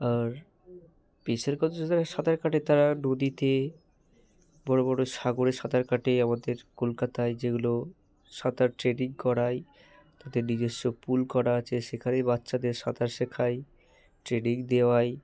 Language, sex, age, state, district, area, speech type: Bengali, male, 18-30, West Bengal, Hooghly, urban, spontaneous